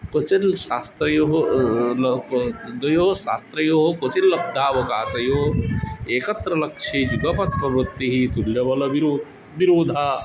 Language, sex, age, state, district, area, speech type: Sanskrit, male, 45-60, Odisha, Cuttack, rural, spontaneous